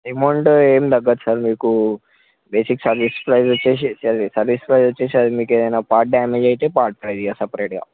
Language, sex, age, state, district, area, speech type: Telugu, male, 18-30, Telangana, Medchal, urban, conversation